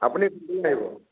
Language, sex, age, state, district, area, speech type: Assamese, male, 30-45, Assam, Nagaon, rural, conversation